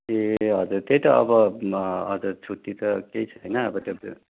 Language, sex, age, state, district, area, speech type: Nepali, male, 30-45, West Bengal, Darjeeling, rural, conversation